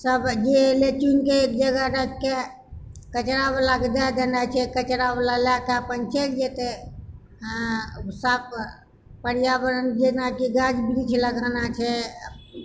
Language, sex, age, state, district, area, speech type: Maithili, female, 60+, Bihar, Purnia, rural, spontaneous